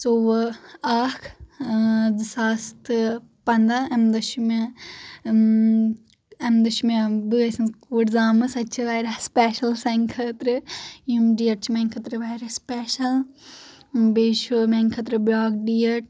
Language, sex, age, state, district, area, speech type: Kashmiri, female, 18-30, Jammu and Kashmir, Anantnag, rural, spontaneous